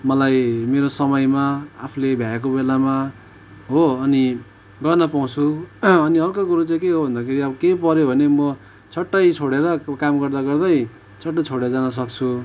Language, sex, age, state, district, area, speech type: Nepali, male, 30-45, West Bengal, Kalimpong, rural, spontaneous